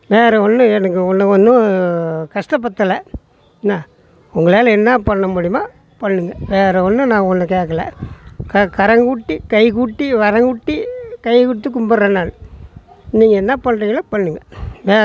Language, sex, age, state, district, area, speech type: Tamil, male, 60+, Tamil Nadu, Tiruvannamalai, rural, spontaneous